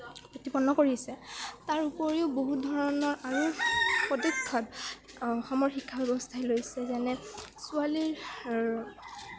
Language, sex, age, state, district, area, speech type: Assamese, female, 18-30, Assam, Kamrup Metropolitan, urban, spontaneous